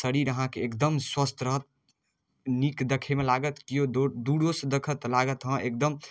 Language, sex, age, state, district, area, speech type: Maithili, male, 18-30, Bihar, Darbhanga, rural, spontaneous